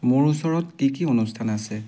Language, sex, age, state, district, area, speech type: Assamese, male, 30-45, Assam, Dibrugarh, rural, read